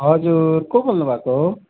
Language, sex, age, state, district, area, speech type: Nepali, male, 18-30, West Bengal, Darjeeling, rural, conversation